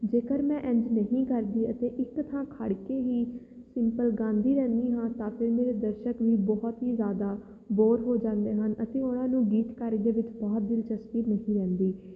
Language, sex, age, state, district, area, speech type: Punjabi, female, 18-30, Punjab, Fatehgarh Sahib, urban, spontaneous